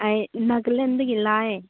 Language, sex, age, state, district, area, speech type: Manipuri, female, 18-30, Manipur, Senapati, rural, conversation